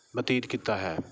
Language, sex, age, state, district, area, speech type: Punjabi, male, 30-45, Punjab, Bathinda, urban, spontaneous